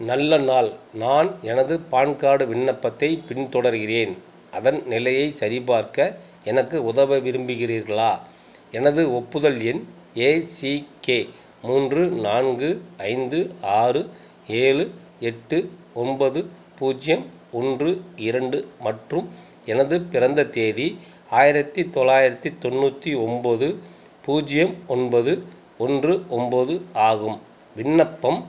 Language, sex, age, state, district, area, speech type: Tamil, male, 45-60, Tamil Nadu, Tiruppur, rural, read